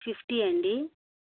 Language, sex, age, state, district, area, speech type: Telugu, female, 45-60, Andhra Pradesh, Annamaya, rural, conversation